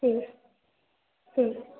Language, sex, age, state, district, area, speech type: Bengali, female, 18-30, West Bengal, Bankura, urban, conversation